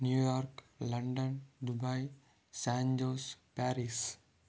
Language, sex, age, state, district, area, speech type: Telugu, male, 60+, Andhra Pradesh, Chittoor, rural, spontaneous